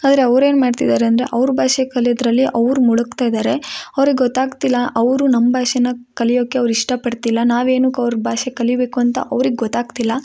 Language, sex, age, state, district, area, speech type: Kannada, female, 18-30, Karnataka, Chikkamagaluru, rural, spontaneous